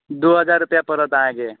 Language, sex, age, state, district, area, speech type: Maithili, male, 18-30, Bihar, Araria, rural, conversation